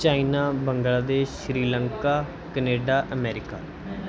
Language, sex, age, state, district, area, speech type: Punjabi, male, 30-45, Punjab, Bathinda, rural, spontaneous